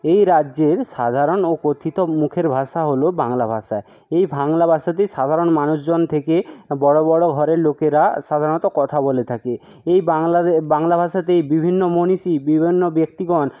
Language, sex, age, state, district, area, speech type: Bengali, male, 60+, West Bengal, Jhargram, rural, spontaneous